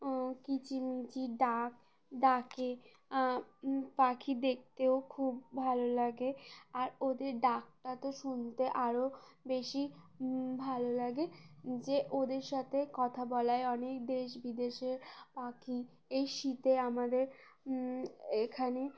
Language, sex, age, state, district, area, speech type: Bengali, female, 18-30, West Bengal, Uttar Dinajpur, urban, spontaneous